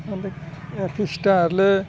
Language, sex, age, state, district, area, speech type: Nepali, male, 60+, West Bengal, Alipurduar, urban, spontaneous